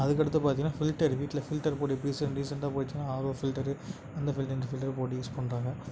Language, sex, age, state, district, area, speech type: Tamil, male, 18-30, Tamil Nadu, Tiruvannamalai, urban, spontaneous